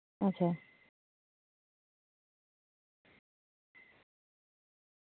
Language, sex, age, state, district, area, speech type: Dogri, female, 30-45, Jammu and Kashmir, Reasi, rural, conversation